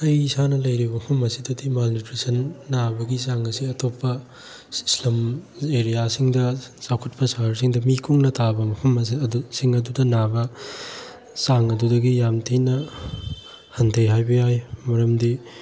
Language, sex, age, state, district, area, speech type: Manipuri, male, 18-30, Manipur, Bishnupur, rural, spontaneous